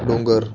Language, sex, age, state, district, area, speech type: Marathi, male, 18-30, Maharashtra, Buldhana, rural, spontaneous